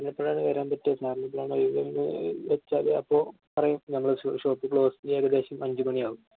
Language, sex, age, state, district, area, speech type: Malayalam, male, 18-30, Kerala, Malappuram, rural, conversation